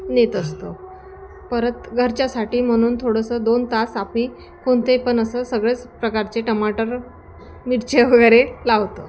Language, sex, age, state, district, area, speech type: Marathi, female, 30-45, Maharashtra, Thane, urban, spontaneous